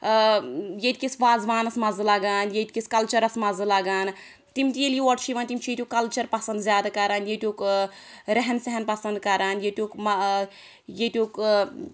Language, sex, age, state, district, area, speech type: Kashmiri, female, 18-30, Jammu and Kashmir, Anantnag, rural, spontaneous